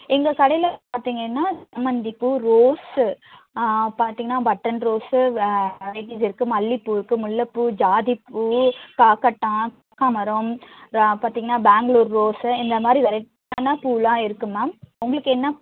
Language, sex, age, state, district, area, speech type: Tamil, female, 30-45, Tamil Nadu, Chennai, urban, conversation